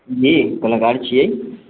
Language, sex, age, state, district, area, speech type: Maithili, male, 18-30, Bihar, Sitamarhi, rural, conversation